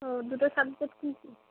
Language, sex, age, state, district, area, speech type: Bengali, female, 45-60, West Bengal, South 24 Parganas, rural, conversation